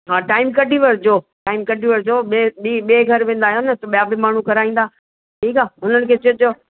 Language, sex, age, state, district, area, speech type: Sindhi, female, 60+, Delhi, South Delhi, urban, conversation